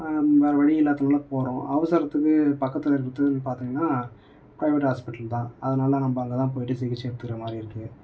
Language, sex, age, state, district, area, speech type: Tamil, male, 18-30, Tamil Nadu, Tiruvannamalai, urban, spontaneous